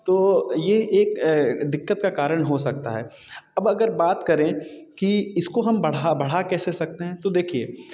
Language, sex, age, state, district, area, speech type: Hindi, male, 30-45, Uttar Pradesh, Bhadohi, urban, spontaneous